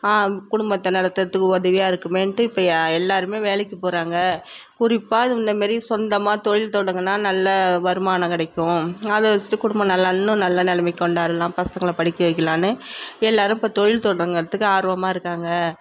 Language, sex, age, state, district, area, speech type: Tamil, female, 45-60, Tamil Nadu, Tiruvarur, rural, spontaneous